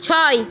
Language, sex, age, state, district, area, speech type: Bengali, female, 18-30, West Bengal, Jhargram, rural, read